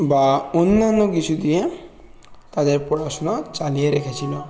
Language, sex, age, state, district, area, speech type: Bengali, male, 30-45, West Bengal, Bankura, urban, spontaneous